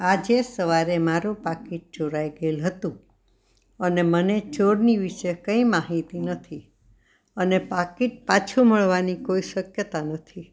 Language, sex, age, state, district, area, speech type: Gujarati, female, 60+, Gujarat, Anand, urban, spontaneous